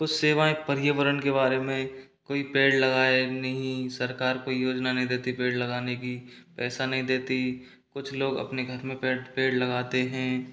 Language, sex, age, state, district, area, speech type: Hindi, male, 45-60, Rajasthan, Karauli, rural, spontaneous